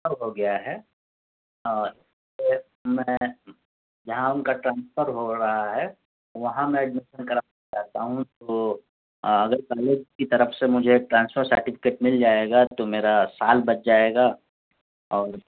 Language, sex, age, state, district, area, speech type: Urdu, female, 30-45, Uttar Pradesh, Gautam Buddha Nagar, rural, conversation